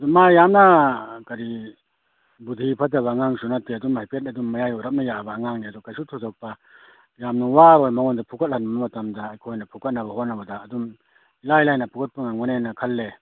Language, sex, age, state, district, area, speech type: Manipuri, male, 60+, Manipur, Kakching, rural, conversation